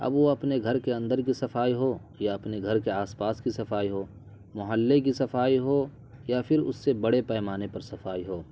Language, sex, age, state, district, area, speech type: Urdu, male, 30-45, Bihar, Purnia, rural, spontaneous